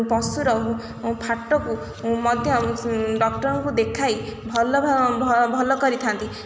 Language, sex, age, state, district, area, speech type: Odia, female, 18-30, Odisha, Kendrapara, urban, spontaneous